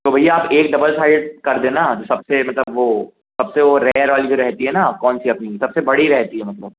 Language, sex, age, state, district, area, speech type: Hindi, male, 18-30, Madhya Pradesh, Jabalpur, urban, conversation